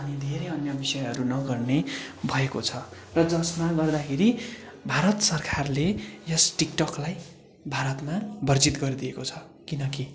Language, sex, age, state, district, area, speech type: Nepali, male, 18-30, West Bengal, Darjeeling, rural, spontaneous